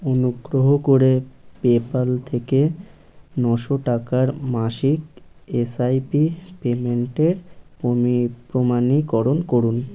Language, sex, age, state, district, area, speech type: Bengali, male, 18-30, West Bengal, Birbhum, urban, read